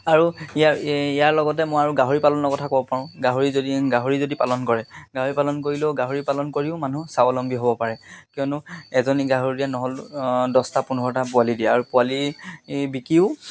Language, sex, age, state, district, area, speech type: Assamese, male, 30-45, Assam, Charaideo, rural, spontaneous